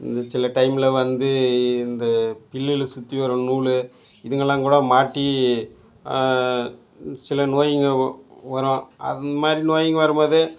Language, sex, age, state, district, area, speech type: Tamil, male, 60+, Tamil Nadu, Dharmapuri, rural, spontaneous